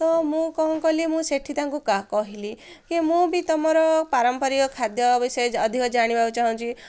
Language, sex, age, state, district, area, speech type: Odia, female, 18-30, Odisha, Ganjam, urban, spontaneous